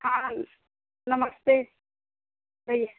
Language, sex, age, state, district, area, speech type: Hindi, female, 30-45, Uttar Pradesh, Ghazipur, rural, conversation